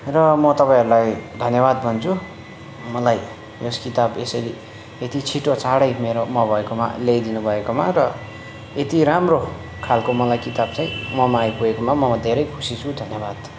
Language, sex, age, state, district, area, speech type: Nepali, male, 18-30, West Bengal, Darjeeling, rural, spontaneous